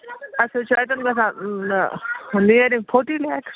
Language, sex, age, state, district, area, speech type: Kashmiri, female, 30-45, Jammu and Kashmir, Bandipora, rural, conversation